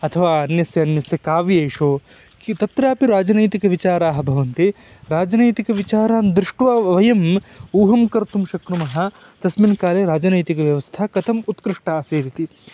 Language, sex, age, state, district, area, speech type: Sanskrit, male, 18-30, Karnataka, Uttara Kannada, rural, spontaneous